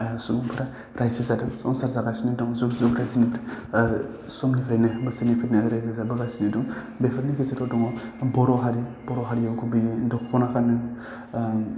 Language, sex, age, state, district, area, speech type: Bodo, male, 18-30, Assam, Baksa, urban, spontaneous